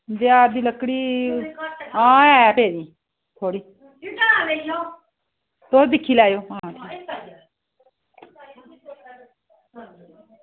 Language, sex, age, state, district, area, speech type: Dogri, female, 60+, Jammu and Kashmir, Reasi, rural, conversation